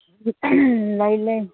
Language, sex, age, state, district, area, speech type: Manipuri, female, 60+, Manipur, Churachandpur, urban, conversation